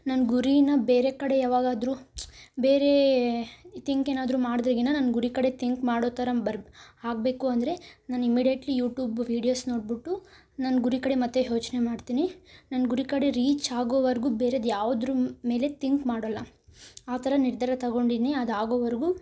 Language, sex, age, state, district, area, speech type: Kannada, female, 18-30, Karnataka, Tumkur, rural, spontaneous